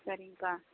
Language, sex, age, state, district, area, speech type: Tamil, female, 60+, Tamil Nadu, Dharmapuri, rural, conversation